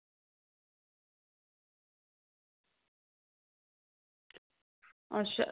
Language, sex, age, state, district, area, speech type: Dogri, female, 18-30, Jammu and Kashmir, Samba, rural, conversation